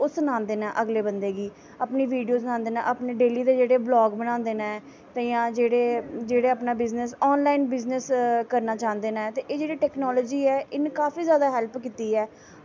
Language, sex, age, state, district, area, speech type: Dogri, female, 18-30, Jammu and Kashmir, Samba, rural, spontaneous